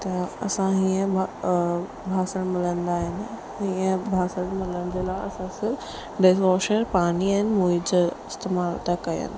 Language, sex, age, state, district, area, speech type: Sindhi, female, 18-30, Rajasthan, Ajmer, urban, spontaneous